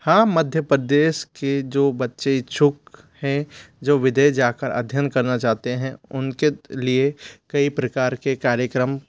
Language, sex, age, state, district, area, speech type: Hindi, male, 60+, Madhya Pradesh, Bhopal, urban, spontaneous